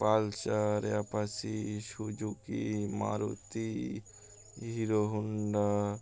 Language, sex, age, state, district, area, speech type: Bengali, male, 18-30, West Bengal, Uttar Dinajpur, urban, spontaneous